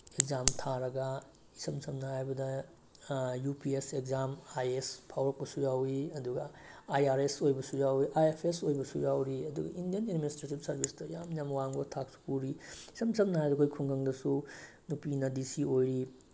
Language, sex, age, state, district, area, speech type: Manipuri, male, 18-30, Manipur, Bishnupur, rural, spontaneous